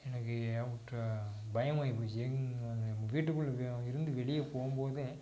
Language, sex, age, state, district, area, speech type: Tamil, male, 45-60, Tamil Nadu, Tiruppur, urban, spontaneous